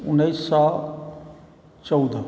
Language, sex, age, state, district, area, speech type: Maithili, male, 45-60, Bihar, Supaul, rural, spontaneous